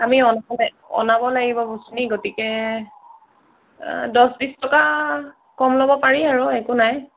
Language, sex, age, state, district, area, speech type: Assamese, female, 30-45, Assam, Sonitpur, rural, conversation